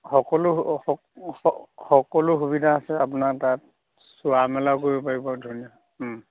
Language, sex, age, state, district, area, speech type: Assamese, male, 45-60, Assam, Dhemaji, rural, conversation